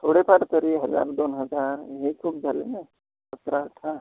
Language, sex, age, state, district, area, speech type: Marathi, male, 30-45, Maharashtra, Washim, urban, conversation